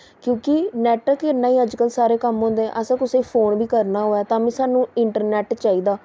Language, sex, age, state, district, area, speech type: Dogri, female, 30-45, Jammu and Kashmir, Samba, urban, spontaneous